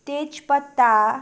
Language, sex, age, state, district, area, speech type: Nepali, female, 18-30, West Bengal, Darjeeling, rural, spontaneous